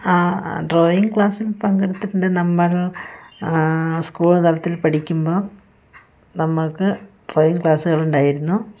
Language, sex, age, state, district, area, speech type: Malayalam, female, 45-60, Kerala, Wayanad, rural, spontaneous